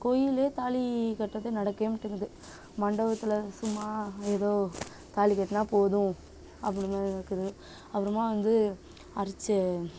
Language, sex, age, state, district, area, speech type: Tamil, female, 18-30, Tamil Nadu, Nagapattinam, urban, spontaneous